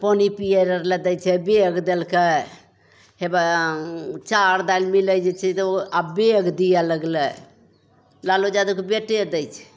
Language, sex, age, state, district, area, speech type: Maithili, female, 45-60, Bihar, Begusarai, urban, spontaneous